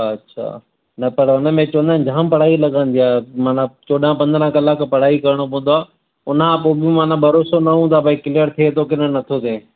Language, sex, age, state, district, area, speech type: Sindhi, male, 45-60, Maharashtra, Mumbai City, urban, conversation